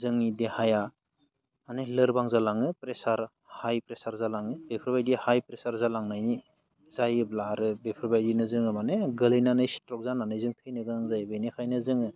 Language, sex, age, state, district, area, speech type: Bodo, male, 30-45, Assam, Baksa, rural, spontaneous